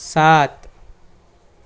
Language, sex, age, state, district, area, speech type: Gujarati, male, 18-30, Gujarat, Anand, rural, read